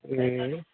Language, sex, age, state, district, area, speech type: Assamese, male, 30-45, Assam, Dibrugarh, urban, conversation